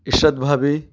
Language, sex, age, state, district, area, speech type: Urdu, male, 30-45, Telangana, Hyderabad, urban, spontaneous